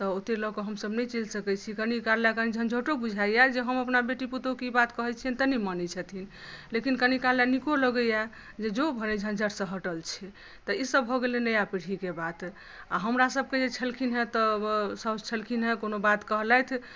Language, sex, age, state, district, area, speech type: Maithili, female, 45-60, Bihar, Madhubani, rural, spontaneous